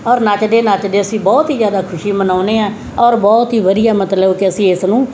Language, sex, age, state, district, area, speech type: Punjabi, female, 45-60, Punjab, Muktsar, urban, spontaneous